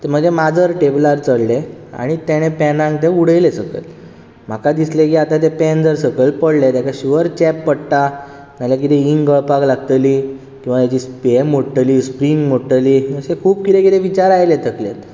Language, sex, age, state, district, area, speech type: Goan Konkani, male, 18-30, Goa, Bardez, urban, spontaneous